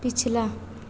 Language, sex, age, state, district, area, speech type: Hindi, female, 30-45, Uttar Pradesh, Azamgarh, rural, read